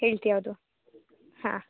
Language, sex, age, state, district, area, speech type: Kannada, female, 18-30, Karnataka, Uttara Kannada, rural, conversation